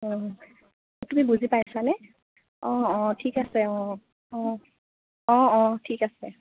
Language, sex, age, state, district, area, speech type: Assamese, female, 18-30, Assam, Sonitpur, rural, conversation